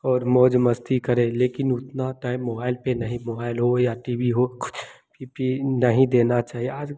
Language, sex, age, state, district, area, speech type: Hindi, male, 18-30, Bihar, Begusarai, rural, spontaneous